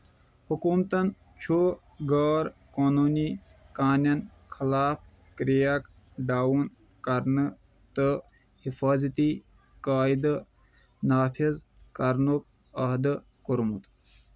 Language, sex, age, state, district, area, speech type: Kashmiri, male, 30-45, Jammu and Kashmir, Kulgam, rural, read